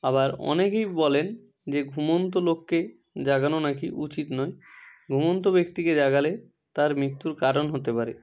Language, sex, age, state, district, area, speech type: Bengali, male, 45-60, West Bengal, Nadia, rural, spontaneous